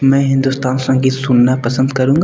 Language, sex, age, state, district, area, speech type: Hindi, male, 18-30, Uttar Pradesh, Bhadohi, urban, read